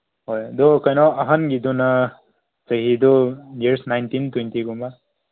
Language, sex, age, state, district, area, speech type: Manipuri, male, 18-30, Manipur, Senapati, rural, conversation